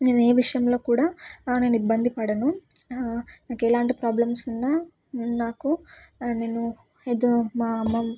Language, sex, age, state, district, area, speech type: Telugu, female, 18-30, Telangana, Suryapet, urban, spontaneous